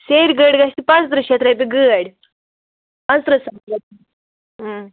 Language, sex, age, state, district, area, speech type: Kashmiri, female, 30-45, Jammu and Kashmir, Anantnag, rural, conversation